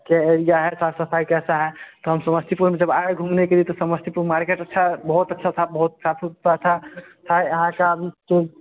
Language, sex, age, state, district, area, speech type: Hindi, male, 18-30, Bihar, Samastipur, urban, conversation